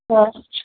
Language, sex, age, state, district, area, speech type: Sindhi, female, 45-60, Maharashtra, Thane, urban, conversation